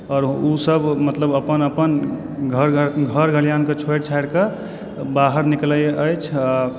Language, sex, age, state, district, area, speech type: Maithili, male, 18-30, Bihar, Supaul, rural, spontaneous